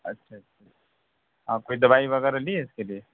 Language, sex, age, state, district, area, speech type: Urdu, male, 18-30, Delhi, South Delhi, urban, conversation